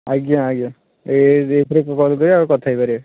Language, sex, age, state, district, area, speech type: Odia, male, 30-45, Odisha, Balasore, rural, conversation